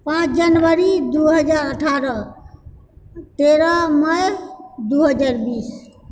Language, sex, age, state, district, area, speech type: Maithili, female, 60+, Bihar, Purnia, rural, spontaneous